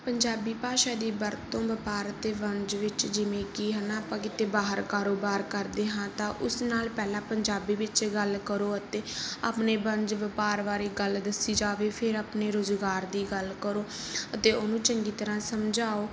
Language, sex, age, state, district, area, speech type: Punjabi, female, 18-30, Punjab, Barnala, rural, spontaneous